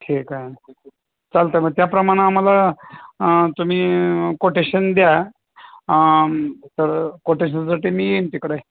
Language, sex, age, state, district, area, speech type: Marathi, male, 60+, Maharashtra, Osmanabad, rural, conversation